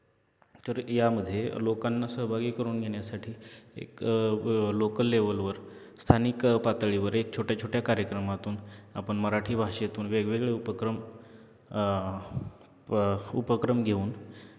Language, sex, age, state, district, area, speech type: Marathi, male, 18-30, Maharashtra, Osmanabad, rural, spontaneous